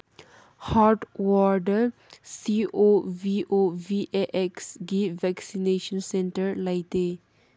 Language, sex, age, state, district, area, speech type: Manipuri, female, 18-30, Manipur, Kangpokpi, rural, read